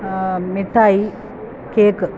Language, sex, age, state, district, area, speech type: Malayalam, female, 45-60, Kerala, Kottayam, rural, spontaneous